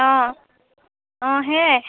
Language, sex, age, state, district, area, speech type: Assamese, female, 18-30, Assam, Lakhimpur, rural, conversation